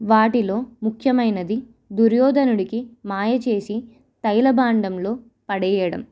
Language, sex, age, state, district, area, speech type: Telugu, female, 18-30, Telangana, Nirmal, urban, spontaneous